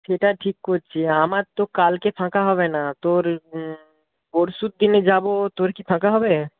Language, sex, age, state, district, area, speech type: Bengali, male, 18-30, West Bengal, Purba Medinipur, rural, conversation